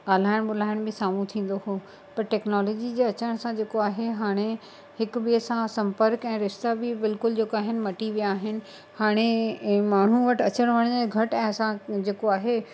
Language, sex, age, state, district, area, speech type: Sindhi, female, 18-30, Uttar Pradesh, Lucknow, urban, spontaneous